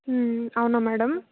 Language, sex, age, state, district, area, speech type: Telugu, female, 18-30, Andhra Pradesh, Nellore, rural, conversation